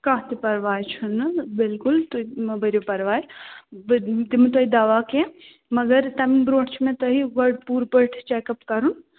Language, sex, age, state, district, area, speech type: Kashmiri, male, 18-30, Jammu and Kashmir, Srinagar, urban, conversation